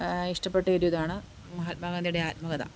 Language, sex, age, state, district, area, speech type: Malayalam, female, 45-60, Kerala, Pathanamthitta, rural, spontaneous